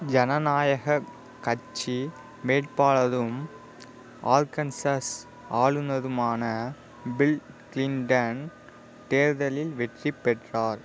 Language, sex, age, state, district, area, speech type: Tamil, male, 18-30, Tamil Nadu, Virudhunagar, urban, read